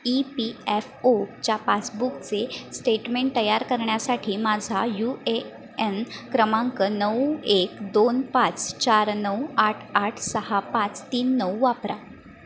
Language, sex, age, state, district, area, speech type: Marathi, female, 18-30, Maharashtra, Sindhudurg, rural, read